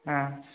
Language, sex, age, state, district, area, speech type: Maithili, male, 45-60, Bihar, Purnia, rural, conversation